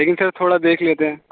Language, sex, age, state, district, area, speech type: Urdu, male, 18-30, Uttar Pradesh, Aligarh, urban, conversation